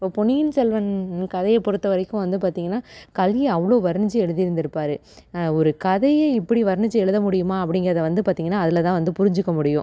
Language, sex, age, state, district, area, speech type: Tamil, female, 30-45, Tamil Nadu, Cuddalore, rural, spontaneous